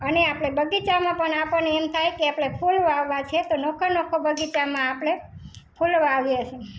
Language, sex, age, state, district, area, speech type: Gujarati, female, 45-60, Gujarat, Rajkot, rural, spontaneous